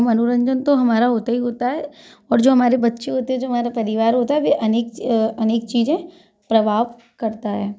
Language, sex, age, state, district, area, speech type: Hindi, female, 30-45, Madhya Pradesh, Gwalior, rural, spontaneous